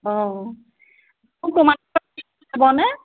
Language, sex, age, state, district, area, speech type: Assamese, female, 30-45, Assam, Majuli, urban, conversation